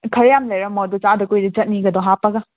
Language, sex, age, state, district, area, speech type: Manipuri, female, 30-45, Manipur, Imphal West, urban, conversation